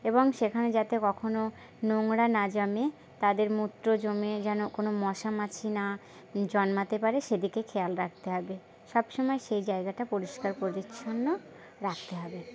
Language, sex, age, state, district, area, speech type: Bengali, female, 18-30, West Bengal, Birbhum, urban, spontaneous